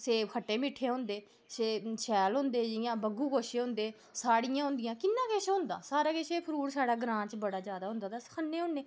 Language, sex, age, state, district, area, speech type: Dogri, female, 30-45, Jammu and Kashmir, Udhampur, urban, spontaneous